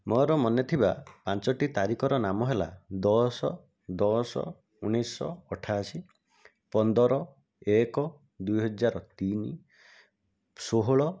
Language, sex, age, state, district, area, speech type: Odia, male, 18-30, Odisha, Bhadrak, rural, spontaneous